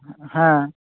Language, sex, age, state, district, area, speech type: Bengali, male, 45-60, West Bengal, Jhargram, rural, conversation